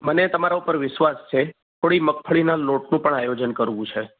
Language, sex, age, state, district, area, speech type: Gujarati, male, 30-45, Gujarat, Kheda, urban, conversation